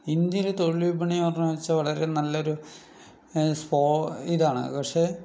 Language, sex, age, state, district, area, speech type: Malayalam, male, 30-45, Kerala, Palakkad, urban, spontaneous